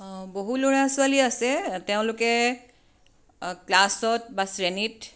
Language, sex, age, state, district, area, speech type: Assamese, female, 45-60, Assam, Tinsukia, urban, spontaneous